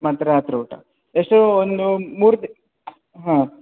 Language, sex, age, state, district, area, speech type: Kannada, male, 30-45, Karnataka, Bangalore Rural, rural, conversation